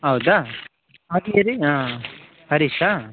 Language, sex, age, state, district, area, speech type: Kannada, male, 18-30, Karnataka, Chitradurga, rural, conversation